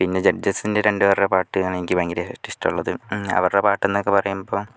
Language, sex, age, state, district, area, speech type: Malayalam, male, 45-60, Kerala, Kozhikode, urban, spontaneous